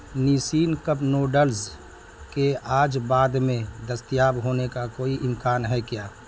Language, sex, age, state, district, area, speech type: Urdu, male, 30-45, Bihar, Saharsa, rural, read